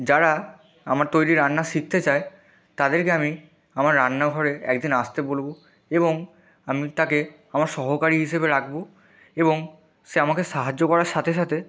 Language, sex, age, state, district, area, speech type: Bengali, male, 18-30, West Bengal, Purba Medinipur, rural, spontaneous